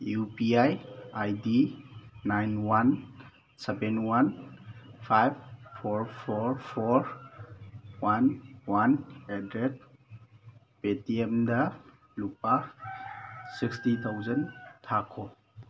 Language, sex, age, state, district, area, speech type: Manipuri, male, 18-30, Manipur, Thoubal, rural, read